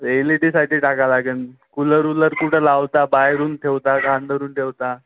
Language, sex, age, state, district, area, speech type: Marathi, male, 18-30, Maharashtra, Nagpur, rural, conversation